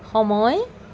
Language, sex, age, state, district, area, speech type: Assamese, female, 45-60, Assam, Lakhimpur, rural, read